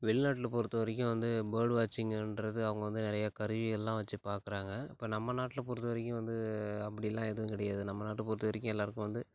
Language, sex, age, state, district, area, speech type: Tamil, male, 30-45, Tamil Nadu, Tiruchirappalli, rural, spontaneous